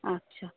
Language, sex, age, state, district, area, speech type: Bengali, female, 30-45, West Bengal, Nadia, rural, conversation